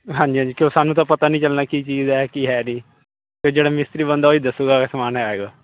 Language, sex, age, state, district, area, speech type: Punjabi, male, 30-45, Punjab, Fazilka, rural, conversation